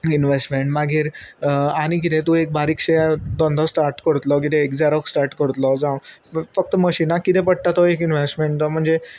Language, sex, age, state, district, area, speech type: Goan Konkani, male, 30-45, Goa, Salcete, urban, spontaneous